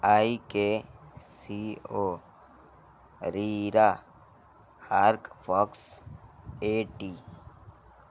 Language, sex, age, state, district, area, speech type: Urdu, male, 18-30, Delhi, North East Delhi, rural, spontaneous